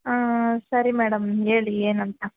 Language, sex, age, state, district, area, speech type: Kannada, female, 18-30, Karnataka, Chitradurga, urban, conversation